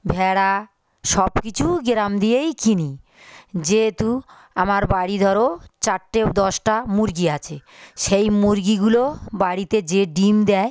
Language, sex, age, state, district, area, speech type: Bengali, female, 45-60, West Bengal, South 24 Parganas, rural, spontaneous